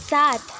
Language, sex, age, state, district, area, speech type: Nepali, female, 18-30, West Bengal, Darjeeling, rural, read